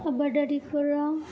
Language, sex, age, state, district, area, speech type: Bodo, female, 18-30, Assam, Chirang, rural, spontaneous